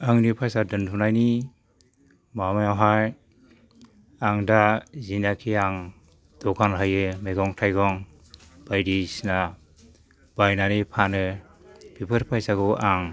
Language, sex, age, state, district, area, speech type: Bodo, male, 60+, Assam, Chirang, rural, spontaneous